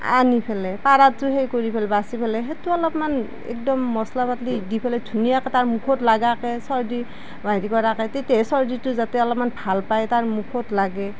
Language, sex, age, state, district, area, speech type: Assamese, female, 45-60, Assam, Nalbari, rural, spontaneous